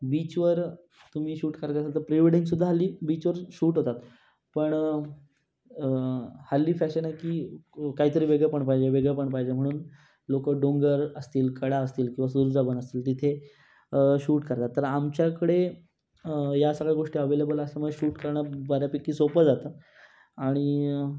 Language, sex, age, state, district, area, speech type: Marathi, male, 18-30, Maharashtra, Raigad, rural, spontaneous